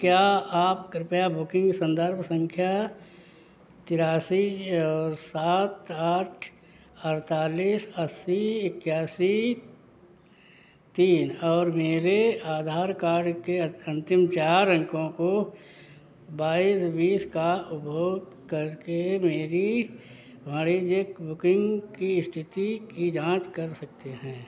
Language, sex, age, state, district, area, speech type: Hindi, male, 60+, Uttar Pradesh, Sitapur, rural, read